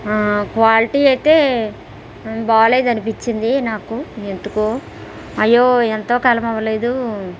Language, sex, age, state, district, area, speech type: Telugu, female, 60+, Andhra Pradesh, East Godavari, rural, spontaneous